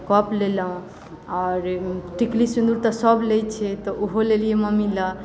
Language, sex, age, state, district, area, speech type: Maithili, female, 18-30, Bihar, Madhubani, rural, spontaneous